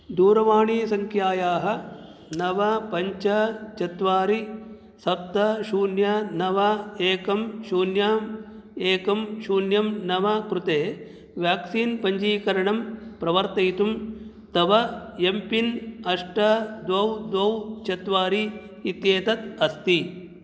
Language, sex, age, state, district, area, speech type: Sanskrit, male, 60+, Karnataka, Udupi, rural, read